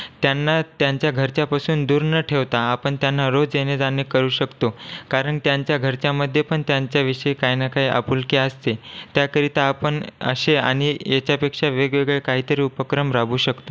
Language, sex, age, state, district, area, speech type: Marathi, male, 18-30, Maharashtra, Washim, rural, spontaneous